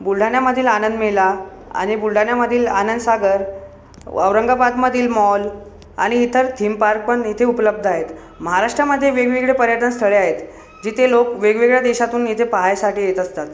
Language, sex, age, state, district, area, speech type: Marathi, male, 18-30, Maharashtra, Buldhana, urban, spontaneous